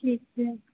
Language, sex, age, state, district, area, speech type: Hindi, female, 18-30, Madhya Pradesh, Harda, urban, conversation